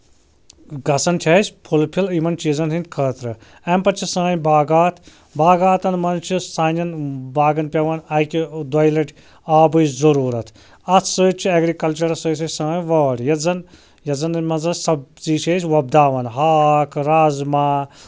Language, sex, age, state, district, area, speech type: Kashmiri, male, 30-45, Jammu and Kashmir, Anantnag, rural, spontaneous